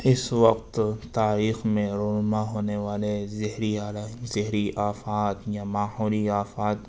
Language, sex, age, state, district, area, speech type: Urdu, male, 60+, Uttar Pradesh, Lucknow, rural, spontaneous